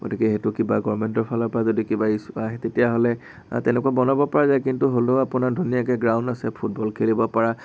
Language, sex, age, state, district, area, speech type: Assamese, male, 18-30, Assam, Nagaon, rural, spontaneous